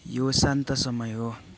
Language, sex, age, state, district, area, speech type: Nepali, male, 18-30, West Bengal, Darjeeling, rural, read